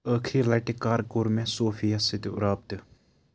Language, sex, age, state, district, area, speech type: Kashmiri, male, 18-30, Jammu and Kashmir, Srinagar, urban, read